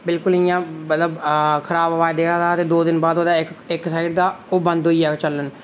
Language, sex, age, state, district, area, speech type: Dogri, male, 18-30, Jammu and Kashmir, Reasi, rural, spontaneous